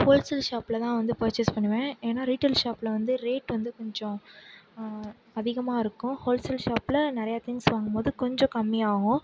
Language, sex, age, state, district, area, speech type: Tamil, female, 18-30, Tamil Nadu, Sivaganga, rural, spontaneous